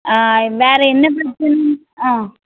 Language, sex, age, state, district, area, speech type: Tamil, female, 18-30, Tamil Nadu, Tirunelveli, urban, conversation